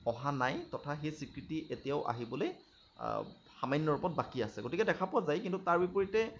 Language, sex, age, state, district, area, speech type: Assamese, male, 30-45, Assam, Lakhimpur, rural, spontaneous